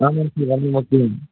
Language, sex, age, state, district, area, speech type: Tamil, male, 18-30, Tamil Nadu, Tiruppur, rural, conversation